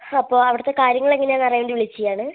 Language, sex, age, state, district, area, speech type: Malayalam, male, 18-30, Kerala, Wayanad, rural, conversation